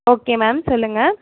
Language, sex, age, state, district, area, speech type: Tamil, female, 18-30, Tamil Nadu, Madurai, rural, conversation